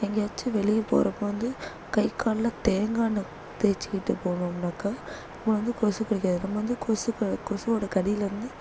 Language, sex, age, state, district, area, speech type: Tamil, female, 18-30, Tamil Nadu, Thoothukudi, urban, spontaneous